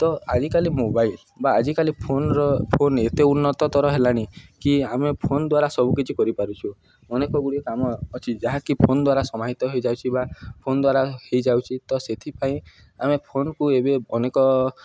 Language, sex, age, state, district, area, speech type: Odia, male, 18-30, Odisha, Nuapada, urban, spontaneous